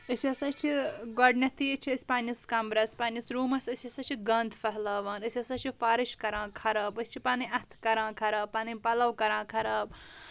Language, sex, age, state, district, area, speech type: Kashmiri, female, 18-30, Jammu and Kashmir, Budgam, rural, spontaneous